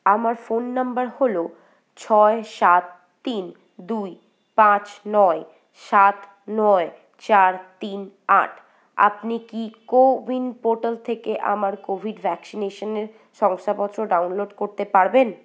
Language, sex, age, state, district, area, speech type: Bengali, female, 18-30, West Bengal, Paschim Bardhaman, urban, read